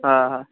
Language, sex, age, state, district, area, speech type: Bengali, male, 18-30, West Bengal, Uttar Dinajpur, urban, conversation